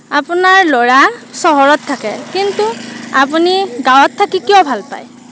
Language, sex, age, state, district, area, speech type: Assamese, female, 60+, Assam, Darrang, rural, spontaneous